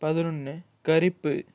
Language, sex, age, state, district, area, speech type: Tamil, male, 45-60, Tamil Nadu, Ariyalur, rural, spontaneous